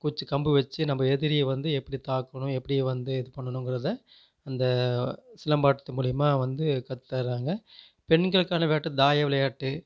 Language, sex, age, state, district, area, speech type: Tamil, male, 30-45, Tamil Nadu, Namakkal, rural, spontaneous